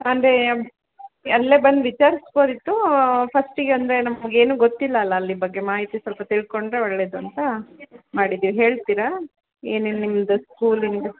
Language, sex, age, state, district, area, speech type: Kannada, female, 30-45, Karnataka, Shimoga, rural, conversation